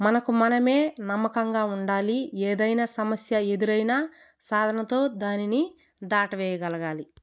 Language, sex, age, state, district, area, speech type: Telugu, female, 30-45, Andhra Pradesh, Kadapa, rural, spontaneous